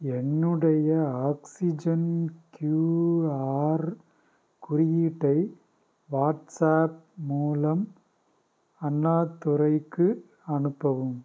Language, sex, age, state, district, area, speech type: Tamil, male, 45-60, Tamil Nadu, Pudukkottai, rural, read